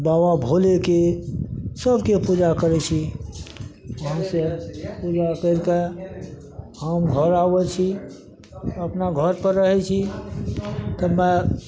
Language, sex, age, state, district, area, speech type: Maithili, male, 60+, Bihar, Madhepura, urban, spontaneous